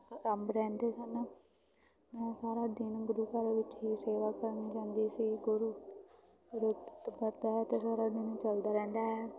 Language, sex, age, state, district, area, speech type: Punjabi, female, 18-30, Punjab, Fatehgarh Sahib, rural, spontaneous